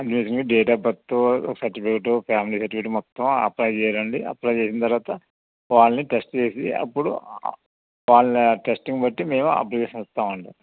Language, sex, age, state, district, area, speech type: Telugu, male, 60+, Andhra Pradesh, Anakapalli, rural, conversation